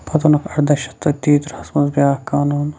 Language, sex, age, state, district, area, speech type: Kashmiri, male, 30-45, Jammu and Kashmir, Shopian, urban, spontaneous